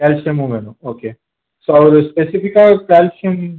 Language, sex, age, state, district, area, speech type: Tamil, male, 18-30, Tamil Nadu, Viluppuram, urban, conversation